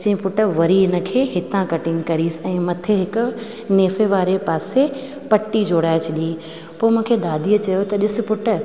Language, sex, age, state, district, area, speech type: Sindhi, female, 30-45, Rajasthan, Ajmer, urban, spontaneous